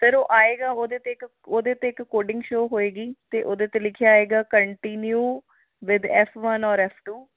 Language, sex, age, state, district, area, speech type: Punjabi, female, 30-45, Punjab, Ludhiana, urban, conversation